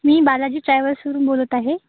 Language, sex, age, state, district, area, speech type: Marathi, female, 18-30, Maharashtra, Nanded, rural, conversation